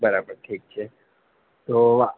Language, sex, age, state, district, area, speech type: Gujarati, male, 18-30, Gujarat, Narmada, rural, conversation